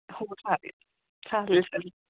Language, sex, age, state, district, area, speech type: Marathi, female, 30-45, Maharashtra, Kolhapur, rural, conversation